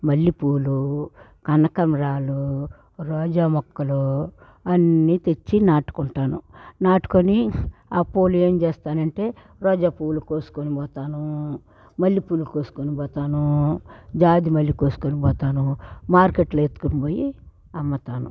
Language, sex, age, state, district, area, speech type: Telugu, female, 60+, Andhra Pradesh, Sri Balaji, urban, spontaneous